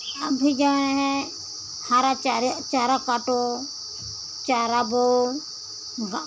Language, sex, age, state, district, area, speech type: Hindi, female, 60+, Uttar Pradesh, Pratapgarh, rural, spontaneous